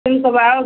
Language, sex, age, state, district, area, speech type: Hindi, female, 60+, Uttar Pradesh, Azamgarh, rural, conversation